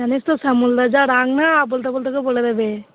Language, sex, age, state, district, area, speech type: Bengali, female, 18-30, West Bengal, Cooch Behar, urban, conversation